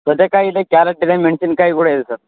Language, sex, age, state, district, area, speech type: Kannada, male, 18-30, Karnataka, Bellary, rural, conversation